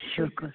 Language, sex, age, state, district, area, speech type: Kashmiri, female, 60+, Jammu and Kashmir, Srinagar, urban, conversation